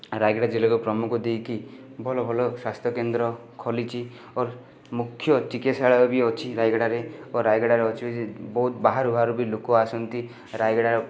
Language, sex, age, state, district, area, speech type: Odia, male, 18-30, Odisha, Rayagada, urban, spontaneous